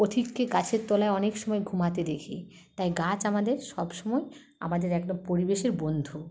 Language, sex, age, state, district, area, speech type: Bengali, female, 30-45, West Bengal, Paschim Medinipur, rural, spontaneous